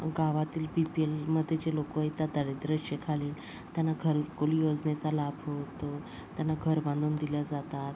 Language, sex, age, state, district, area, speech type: Marathi, female, 30-45, Maharashtra, Yavatmal, rural, spontaneous